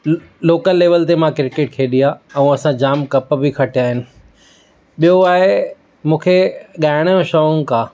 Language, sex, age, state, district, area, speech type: Sindhi, male, 45-60, Maharashtra, Mumbai City, urban, spontaneous